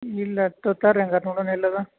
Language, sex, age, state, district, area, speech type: Kannada, male, 45-60, Karnataka, Belgaum, rural, conversation